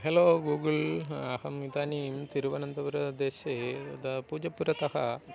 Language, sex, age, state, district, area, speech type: Sanskrit, male, 45-60, Kerala, Thiruvananthapuram, urban, spontaneous